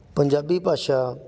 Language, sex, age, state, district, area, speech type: Punjabi, male, 45-60, Punjab, Patiala, urban, spontaneous